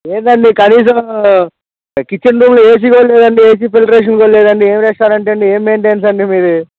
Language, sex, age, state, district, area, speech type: Telugu, male, 18-30, Andhra Pradesh, Bapatla, rural, conversation